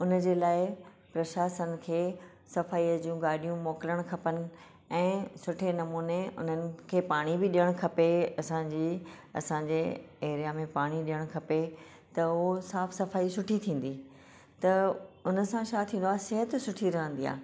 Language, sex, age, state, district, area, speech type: Sindhi, female, 45-60, Maharashtra, Thane, urban, spontaneous